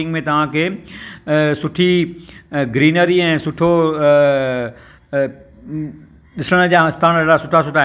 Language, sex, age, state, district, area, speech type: Sindhi, male, 45-60, Maharashtra, Thane, urban, spontaneous